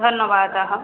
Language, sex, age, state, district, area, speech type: Sanskrit, female, 18-30, West Bengal, South 24 Parganas, rural, conversation